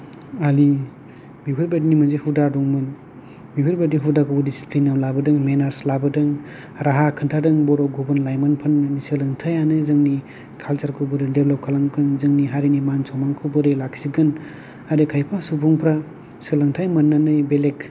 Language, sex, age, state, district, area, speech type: Bodo, male, 30-45, Assam, Kokrajhar, rural, spontaneous